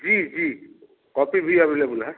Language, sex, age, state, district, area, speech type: Hindi, male, 30-45, Bihar, Samastipur, rural, conversation